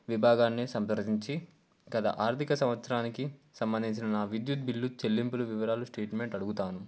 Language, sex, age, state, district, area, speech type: Telugu, male, 18-30, Telangana, Komaram Bheem, urban, spontaneous